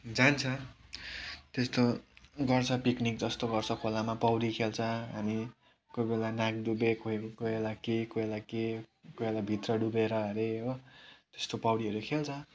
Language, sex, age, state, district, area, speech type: Nepali, male, 18-30, West Bengal, Kalimpong, rural, spontaneous